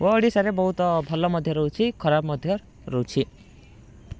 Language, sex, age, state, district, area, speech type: Odia, male, 18-30, Odisha, Rayagada, rural, spontaneous